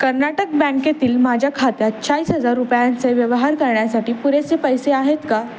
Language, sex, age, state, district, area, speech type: Marathi, female, 18-30, Maharashtra, Pune, urban, read